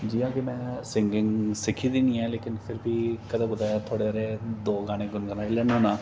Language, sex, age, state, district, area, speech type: Dogri, male, 30-45, Jammu and Kashmir, Reasi, urban, spontaneous